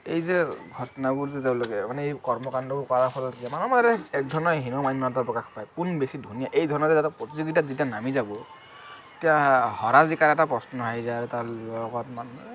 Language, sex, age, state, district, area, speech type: Assamese, male, 45-60, Assam, Kamrup Metropolitan, urban, spontaneous